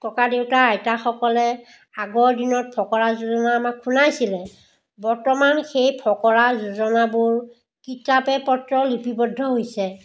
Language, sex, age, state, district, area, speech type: Assamese, female, 45-60, Assam, Biswanath, rural, spontaneous